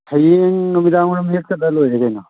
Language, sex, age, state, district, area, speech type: Manipuri, male, 18-30, Manipur, Tengnoupal, rural, conversation